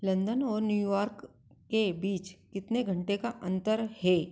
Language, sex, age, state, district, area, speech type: Hindi, female, 30-45, Madhya Pradesh, Ujjain, urban, read